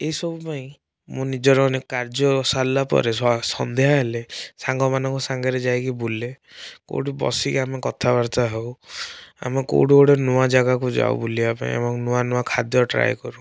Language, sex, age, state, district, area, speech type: Odia, male, 18-30, Odisha, Cuttack, urban, spontaneous